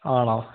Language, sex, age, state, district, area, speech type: Malayalam, male, 18-30, Kerala, Idukki, rural, conversation